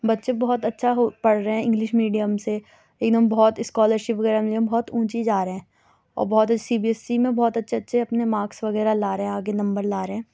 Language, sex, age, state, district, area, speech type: Urdu, female, 18-30, Delhi, South Delhi, urban, spontaneous